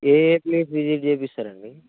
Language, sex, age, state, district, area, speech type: Telugu, male, 18-30, Telangana, Nalgonda, rural, conversation